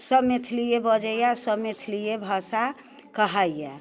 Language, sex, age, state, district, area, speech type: Maithili, female, 60+, Bihar, Muzaffarpur, urban, spontaneous